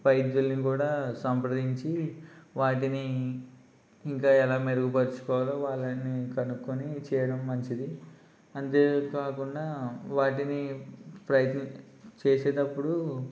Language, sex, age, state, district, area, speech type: Telugu, male, 18-30, Andhra Pradesh, Konaseema, rural, spontaneous